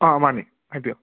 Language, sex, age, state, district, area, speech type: Manipuri, male, 30-45, Manipur, Imphal West, urban, conversation